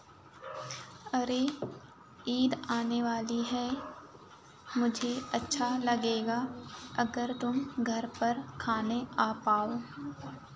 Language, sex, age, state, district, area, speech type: Hindi, female, 18-30, Madhya Pradesh, Chhindwara, urban, read